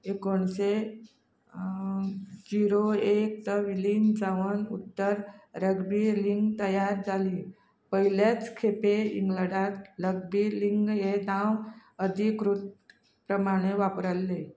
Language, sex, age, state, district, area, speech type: Goan Konkani, female, 45-60, Goa, Quepem, rural, read